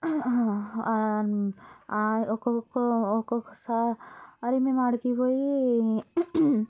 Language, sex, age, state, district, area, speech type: Telugu, female, 18-30, Telangana, Vikarabad, urban, spontaneous